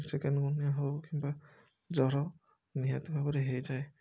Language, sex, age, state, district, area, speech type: Odia, male, 30-45, Odisha, Puri, urban, spontaneous